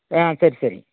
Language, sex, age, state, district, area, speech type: Tamil, male, 60+, Tamil Nadu, Coimbatore, rural, conversation